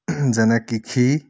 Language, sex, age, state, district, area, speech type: Assamese, male, 30-45, Assam, Charaideo, urban, spontaneous